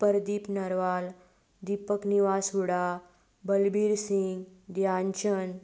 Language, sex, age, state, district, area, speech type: Goan Konkani, female, 18-30, Goa, Tiswadi, rural, spontaneous